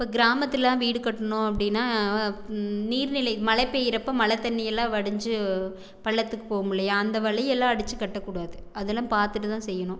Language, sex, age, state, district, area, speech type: Tamil, female, 45-60, Tamil Nadu, Erode, rural, spontaneous